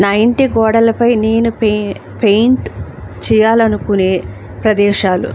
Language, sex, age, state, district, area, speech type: Telugu, female, 45-60, Andhra Pradesh, Alluri Sitarama Raju, rural, spontaneous